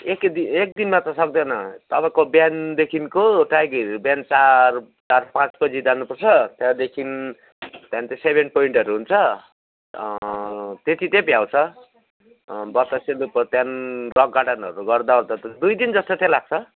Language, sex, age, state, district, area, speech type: Nepali, male, 30-45, West Bengal, Darjeeling, rural, conversation